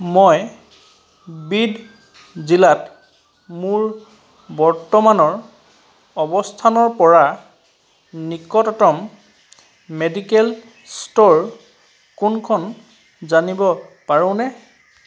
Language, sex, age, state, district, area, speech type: Assamese, male, 30-45, Assam, Charaideo, urban, read